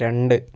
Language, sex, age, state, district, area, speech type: Malayalam, male, 18-30, Kerala, Kozhikode, urban, read